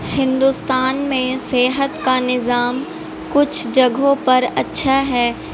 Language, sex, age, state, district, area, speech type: Urdu, female, 18-30, Bihar, Gaya, urban, spontaneous